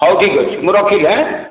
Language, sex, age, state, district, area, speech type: Odia, male, 60+, Odisha, Khordha, rural, conversation